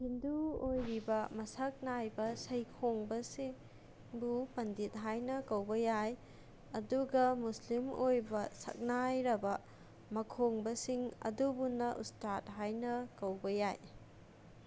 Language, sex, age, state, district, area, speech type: Manipuri, female, 18-30, Manipur, Kangpokpi, urban, read